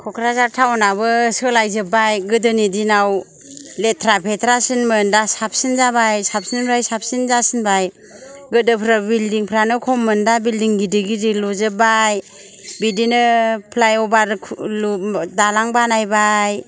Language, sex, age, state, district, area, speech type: Bodo, female, 60+, Assam, Kokrajhar, rural, spontaneous